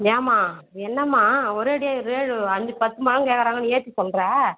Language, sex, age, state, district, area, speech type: Tamil, female, 30-45, Tamil Nadu, Vellore, urban, conversation